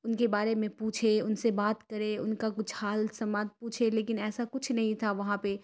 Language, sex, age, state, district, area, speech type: Urdu, female, 30-45, Bihar, Khagaria, rural, spontaneous